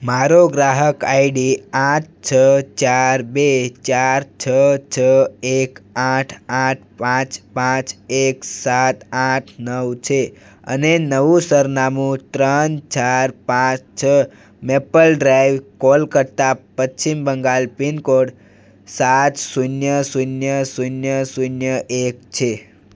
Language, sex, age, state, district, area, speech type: Gujarati, male, 18-30, Gujarat, Surat, rural, read